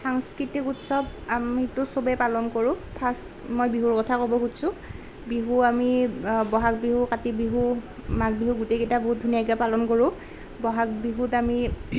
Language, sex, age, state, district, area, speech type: Assamese, female, 18-30, Assam, Nalbari, rural, spontaneous